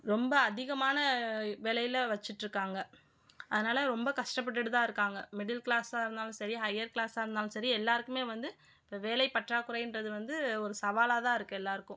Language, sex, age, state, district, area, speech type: Tamil, female, 30-45, Tamil Nadu, Madurai, urban, spontaneous